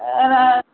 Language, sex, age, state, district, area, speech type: Odia, female, 60+, Odisha, Angul, rural, conversation